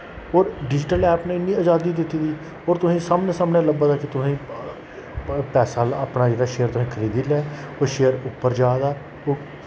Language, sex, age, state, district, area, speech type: Dogri, male, 30-45, Jammu and Kashmir, Jammu, rural, spontaneous